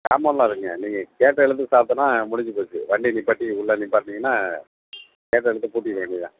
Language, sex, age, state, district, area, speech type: Tamil, male, 45-60, Tamil Nadu, Perambalur, urban, conversation